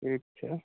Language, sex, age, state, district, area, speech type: Maithili, male, 18-30, Bihar, Madhepura, rural, conversation